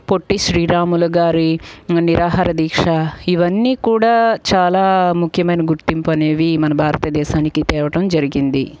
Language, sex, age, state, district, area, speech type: Telugu, female, 45-60, Andhra Pradesh, Guntur, urban, spontaneous